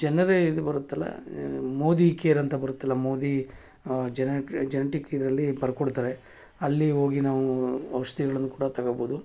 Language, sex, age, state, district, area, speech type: Kannada, male, 45-60, Karnataka, Mysore, urban, spontaneous